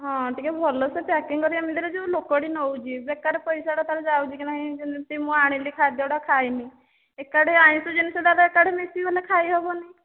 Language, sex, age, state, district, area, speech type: Odia, female, 45-60, Odisha, Boudh, rural, conversation